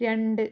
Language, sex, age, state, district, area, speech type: Malayalam, female, 30-45, Kerala, Palakkad, urban, read